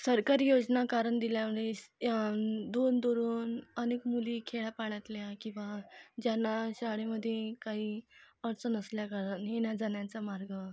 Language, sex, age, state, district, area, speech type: Marathi, female, 18-30, Maharashtra, Akola, rural, spontaneous